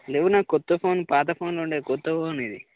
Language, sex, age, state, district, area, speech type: Telugu, male, 18-30, Telangana, Peddapalli, rural, conversation